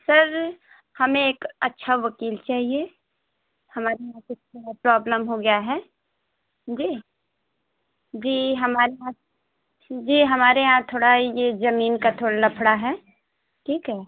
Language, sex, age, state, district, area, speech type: Hindi, female, 18-30, Uttar Pradesh, Ghazipur, urban, conversation